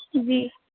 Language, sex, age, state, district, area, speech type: Urdu, female, 30-45, Uttar Pradesh, Lucknow, urban, conversation